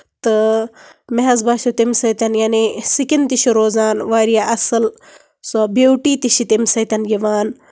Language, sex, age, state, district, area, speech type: Kashmiri, female, 30-45, Jammu and Kashmir, Baramulla, rural, spontaneous